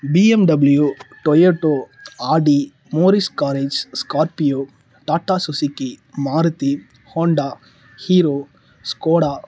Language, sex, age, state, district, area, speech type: Tamil, male, 30-45, Tamil Nadu, Tiruvannamalai, rural, spontaneous